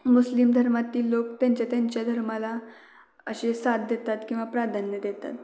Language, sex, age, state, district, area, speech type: Marathi, female, 18-30, Maharashtra, Kolhapur, urban, spontaneous